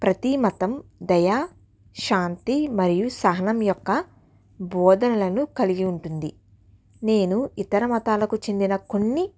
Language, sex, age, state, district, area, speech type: Telugu, female, 18-30, Andhra Pradesh, East Godavari, rural, spontaneous